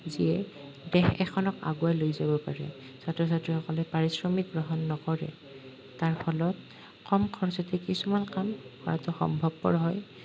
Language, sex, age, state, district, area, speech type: Assamese, male, 18-30, Assam, Nalbari, rural, spontaneous